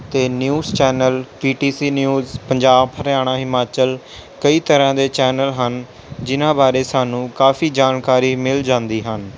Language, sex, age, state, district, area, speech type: Punjabi, male, 18-30, Punjab, Rupnagar, urban, spontaneous